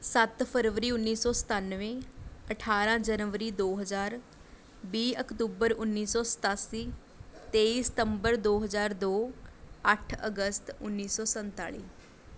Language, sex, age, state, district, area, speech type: Punjabi, female, 18-30, Punjab, Mohali, rural, spontaneous